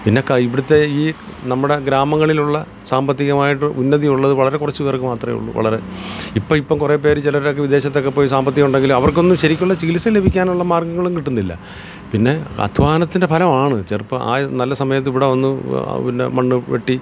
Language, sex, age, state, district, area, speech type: Malayalam, male, 45-60, Kerala, Kollam, rural, spontaneous